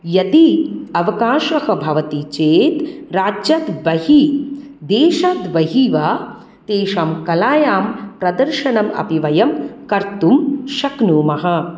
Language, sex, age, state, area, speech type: Sanskrit, female, 30-45, Tripura, urban, spontaneous